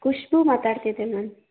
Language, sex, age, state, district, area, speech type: Kannada, female, 18-30, Karnataka, Chikkaballapur, rural, conversation